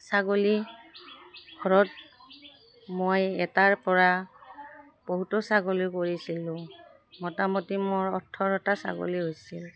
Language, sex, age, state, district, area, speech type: Assamese, female, 45-60, Assam, Udalguri, rural, spontaneous